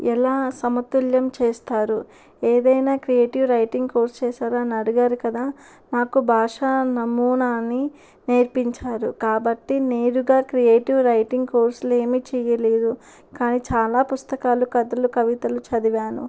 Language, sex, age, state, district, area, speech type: Telugu, female, 18-30, Andhra Pradesh, Kurnool, urban, spontaneous